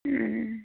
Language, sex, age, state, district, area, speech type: Assamese, female, 30-45, Assam, Majuli, urban, conversation